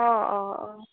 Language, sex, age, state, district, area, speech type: Assamese, female, 18-30, Assam, Goalpara, rural, conversation